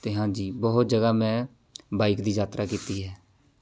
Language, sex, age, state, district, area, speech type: Punjabi, male, 18-30, Punjab, Shaheed Bhagat Singh Nagar, rural, spontaneous